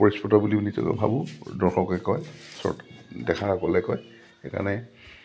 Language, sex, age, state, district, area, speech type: Assamese, male, 45-60, Assam, Lakhimpur, urban, spontaneous